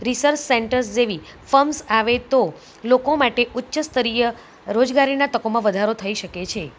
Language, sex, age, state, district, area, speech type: Gujarati, female, 30-45, Gujarat, Kheda, rural, spontaneous